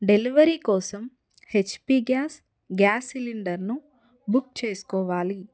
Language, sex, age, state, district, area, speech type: Telugu, female, 30-45, Telangana, Adilabad, rural, read